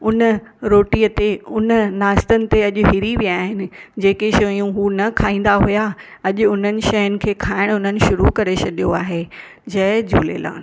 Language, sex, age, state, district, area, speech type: Sindhi, female, 45-60, Maharashtra, Mumbai Suburban, urban, spontaneous